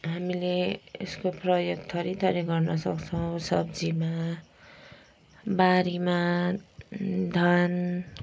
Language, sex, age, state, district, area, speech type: Nepali, female, 30-45, West Bengal, Kalimpong, rural, spontaneous